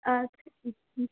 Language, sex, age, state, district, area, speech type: Kashmiri, female, 30-45, Jammu and Kashmir, Srinagar, urban, conversation